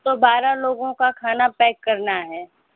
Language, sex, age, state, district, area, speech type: Hindi, female, 18-30, Uttar Pradesh, Mau, urban, conversation